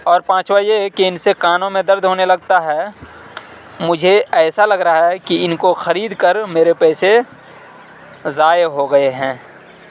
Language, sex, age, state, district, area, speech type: Urdu, male, 45-60, Uttar Pradesh, Aligarh, rural, spontaneous